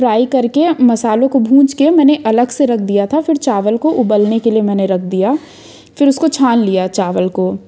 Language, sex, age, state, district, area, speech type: Hindi, female, 30-45, Madhya Pradesh, Jabalpur, urban, spontaneous